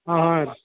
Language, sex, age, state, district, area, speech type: Kannada, male, 45-60, Karnataka, Belgaum, rural, conversation